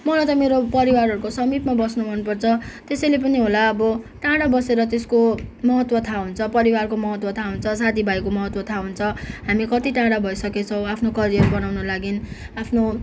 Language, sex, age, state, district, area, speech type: Nepali, female, 18-30, West Bengal, Kalimpong, rural, spontaneous